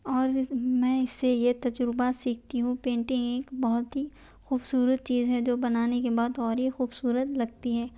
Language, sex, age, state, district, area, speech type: Urdu, female, 18-30, Telangana, Hyderabad, urban, spontaneous